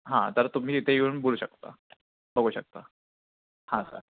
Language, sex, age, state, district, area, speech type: Marathi, female, 18-30, Maharashtra, Nagpur, urban, conversation